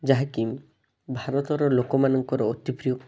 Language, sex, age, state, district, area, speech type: Odia, male, 18-30, Odisha, Balasore, rural, spontaneous